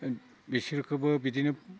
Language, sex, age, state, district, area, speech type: Bodo, male, 60+, Assam, Udalguri, rural, spontaneous